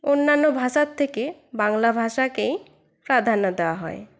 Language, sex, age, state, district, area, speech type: Bengali, female, 18-30, West Bengal, Purulia, rural, spontaneous